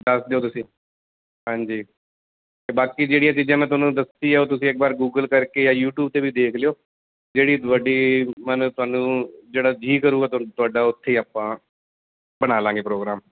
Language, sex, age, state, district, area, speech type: Punjabi, male, 30-45, Punjab, Bathinda, urban, conversation